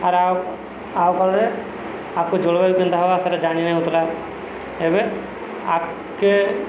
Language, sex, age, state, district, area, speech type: Odia, male, 45-60, Odisha, Subarnapur, urban, spontaneous